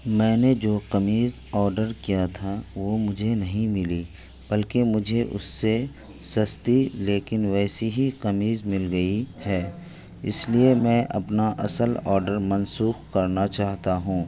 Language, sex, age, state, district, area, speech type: Urdu, male, 18-30, Delhi, New Delhi, rural, spontaneous